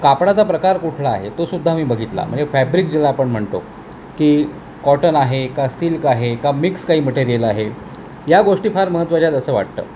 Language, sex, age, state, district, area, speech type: Marathi, male, 45-60, Maharashtra, Thane, rural, spontaneous